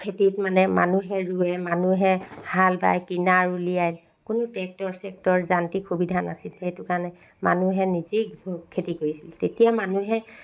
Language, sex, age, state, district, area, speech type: Assamese, female, 45-60, Assam, Sivasagar, rural, spontaneous